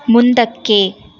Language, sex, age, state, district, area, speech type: Kannada, female, 18-30, Karnataka, Tumkur, rural, read